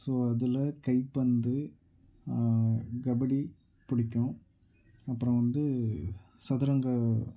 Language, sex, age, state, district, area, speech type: Tamil, male, 30-45, Tamil Nadu, Tiruvarur, rural, spontaneous